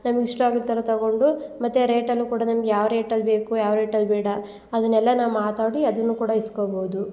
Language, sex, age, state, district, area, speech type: Kannada, female, 18-30, Karnataka, Hassan, rural, spontaneous